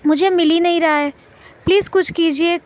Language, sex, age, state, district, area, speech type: Urdu, female, 18-30, Uttar Pradesh, Mau, urban, spontaneous